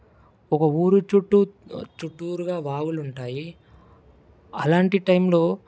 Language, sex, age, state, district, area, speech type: Telugu, male, 18-30, Telangana, Medak, rural, spontaneous